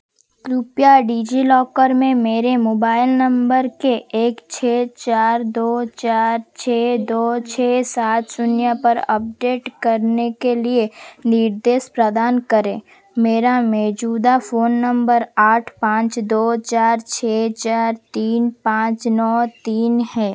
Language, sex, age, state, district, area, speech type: Hindi, female, 18-30, Madhya Pradesh, Seoni, urban, read